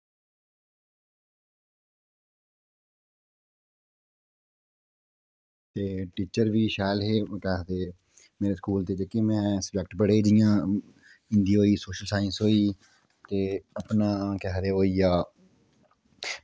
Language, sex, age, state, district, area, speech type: Dogri, female, 30-45, Jammu and Kashmir, Udhampur, rural, spontaneous